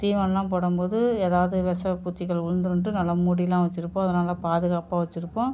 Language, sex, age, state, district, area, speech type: Tamil, female, 45-60, Tamil Nadu, Ariyalur, rural, spontaneous